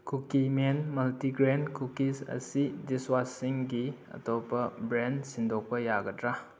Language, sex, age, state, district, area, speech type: Manipuri, male, 18-30, Manipur, Kakching, rural, read